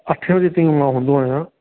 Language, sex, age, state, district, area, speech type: Sindhi, male, 60+, Delhi, South Delhi, rural, conversation